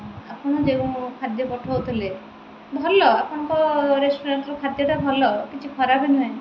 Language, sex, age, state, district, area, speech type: Odia, female, 30-45, Odisha, Kendrapara, urban, spontaneous